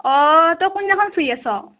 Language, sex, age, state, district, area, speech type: Assamese, male, 18-30, Assam, Morigaon, rural, conversation